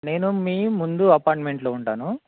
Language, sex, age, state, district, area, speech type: Telugu, male, 18-30, Telangana, Karimnagar, urban, conversation